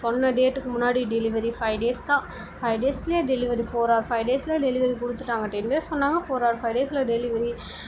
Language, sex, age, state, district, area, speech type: Tamil, female, 18-30, Tamil Nadu, Chennai, urban, spontaneous